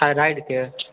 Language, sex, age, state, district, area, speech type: Maithili, male, 30-45, Bihar, Purnia, urban, conversation